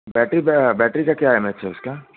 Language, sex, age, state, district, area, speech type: Hindi, male, 30-45, Bihar, Vaishali, rural, conversation